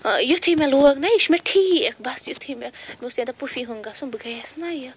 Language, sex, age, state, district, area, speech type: Kashmiri, female, 18-30, Jammu and Kashmir, Bandipora, rural, spontaneous